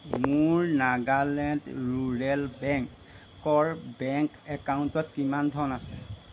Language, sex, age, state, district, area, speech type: Assamese, male, 60+, Assam, Golaghat, rural, read